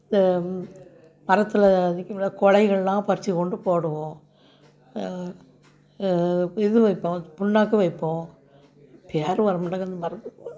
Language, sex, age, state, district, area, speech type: Tamil, female, 60+, Tamil Nadu, Thoothukudi, rural, spontaneous